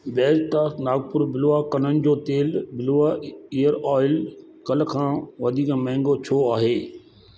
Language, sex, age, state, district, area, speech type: Sindhi, male, 60+, Rajasthan, Ajmer, rural, read